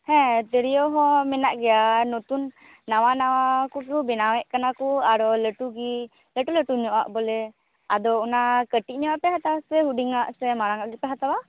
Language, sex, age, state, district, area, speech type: Santali, female, 18-30, West Bengal, Purba Bardhaman, rural, conversation